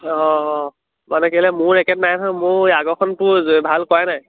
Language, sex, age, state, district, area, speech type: Assamese, male, 18-30, Assam, Lakhimpur, urban, conversation